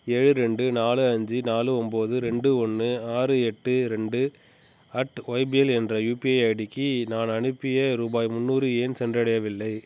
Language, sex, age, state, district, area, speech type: Tamil, male, 30-45, Tamil Nadu, Tiruchirappalli, rural, read